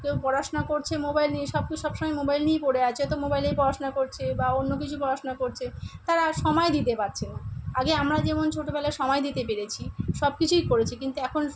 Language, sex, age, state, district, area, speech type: Bengali, female, 45-60, West Bengal, Kolkata, urban, spontaneous